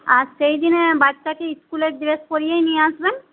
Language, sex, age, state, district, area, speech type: Bengali, female, 18-30, West Bengal, Paschim Medinipur, rural, conversation